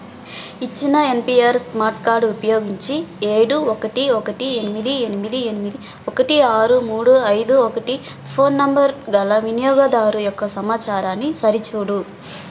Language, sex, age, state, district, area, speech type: Telugu, female, 18-30, Andhra Pradesh, Sri Balaji, rural, read